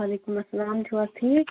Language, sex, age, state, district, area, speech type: Kashmiri, female, 30-45, Jammu and Kashmir, Shopian, urban, conversation